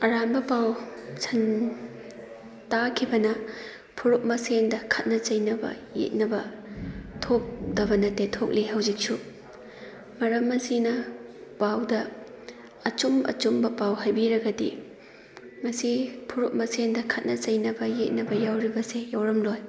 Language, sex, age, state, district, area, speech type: Manipuri, female, 30-45, Manipur, Thoubal, rural, spontaneous